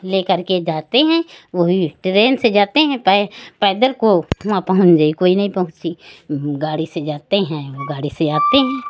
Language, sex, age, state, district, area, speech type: Hindi, female, 60+, Uttar Pradesh, Lucknow, rural, spontaneous